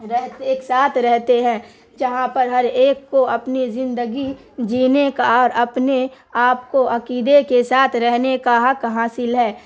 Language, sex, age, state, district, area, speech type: Urdu, female, 18-30, Bihar, Darbhanga, rural, spontaneous